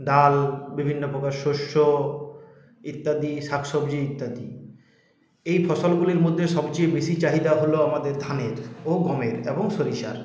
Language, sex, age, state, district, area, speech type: Bengali, male, 45-60, West Bengal, Purulia, urban, spontaneous